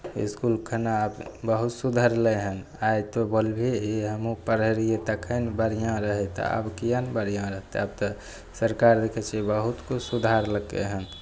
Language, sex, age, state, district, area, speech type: Maithili, male, 18-30, Bihar, Begusarai, rural, spontaneous